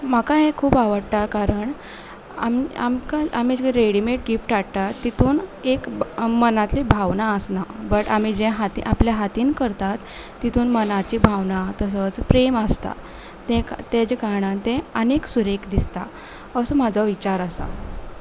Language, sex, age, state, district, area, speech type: Goan Konkani, female, 18-30, Goa, Salcete, urban, spontaneous